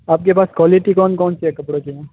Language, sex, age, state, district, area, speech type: Hindi, male, 18-30, Rajasthan, Jodhpur, urban, conversation